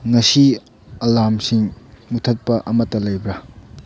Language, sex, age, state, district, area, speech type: Manipuri, male, 18-30, Manipur, Churachandpur, rural, read